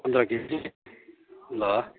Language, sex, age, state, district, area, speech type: Nepali, male, 45-60, West Bengal, Darjeeling, rural, conversation